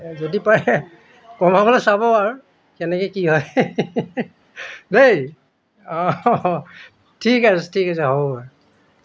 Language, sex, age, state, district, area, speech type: Assamese, male, 60+, Assam, Golaghat, urban, spontaneous